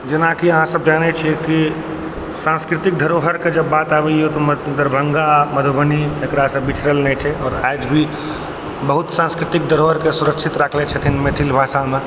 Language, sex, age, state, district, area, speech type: Maithili, male, 30-45, Bihar, Purnia, rural, spontaneous